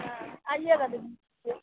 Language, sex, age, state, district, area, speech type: Hindi, female, 30-45, Bihar, Madhepura, rural, conversation